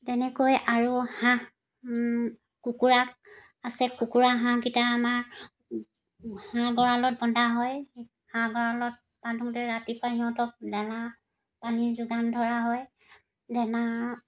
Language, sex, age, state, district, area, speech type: Assamese, female, 60+, Assam, Dibrugarh, rural, spontaneous